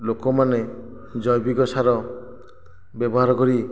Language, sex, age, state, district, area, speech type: Odia, male, 45-60, Odisha, Nayagarh, rural, spontaneous